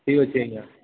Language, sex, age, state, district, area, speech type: Odia, male, 18-30, Odisha, Sambalpur, rural, conversation